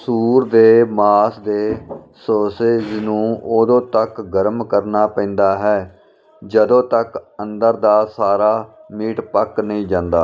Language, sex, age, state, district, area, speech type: Punjabi, male, 45-60, Punjab, Firozpur, rural, read